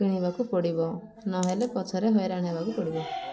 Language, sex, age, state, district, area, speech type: Odia, female, 18-30, Odisha, Koraput, urban, spontaneous